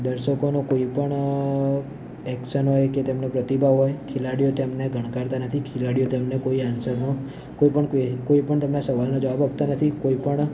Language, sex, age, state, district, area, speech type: Gujarati, male, 18-30, Gujarat, Ahmedabad, urban, spontaneous